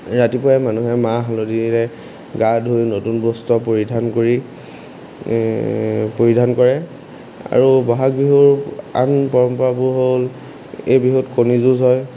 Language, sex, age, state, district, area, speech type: Assamese, male, 18-30, Assam, Jorhat, urban, spontaneous